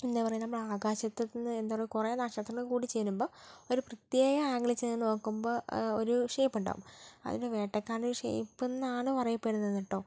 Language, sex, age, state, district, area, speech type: Malayalam, female, 18-30, Kerala, Kozhikode, urban, spontaneous